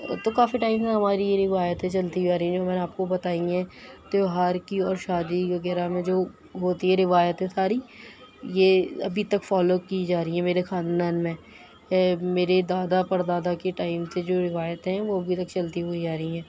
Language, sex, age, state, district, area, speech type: Urdu, female, 18-30, Delhi, Central Delhi, urban, spontaneous